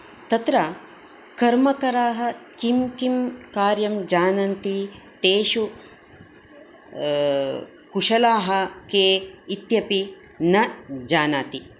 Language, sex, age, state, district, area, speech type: Sanskrit, female, 45-60, Karnataka, Dakshina Kannada, urban, spontaneous